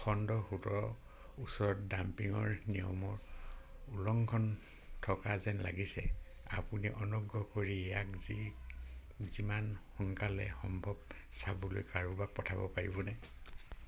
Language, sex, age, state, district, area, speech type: Assamese, male, 60+, Assam, Dhemaji, rural, read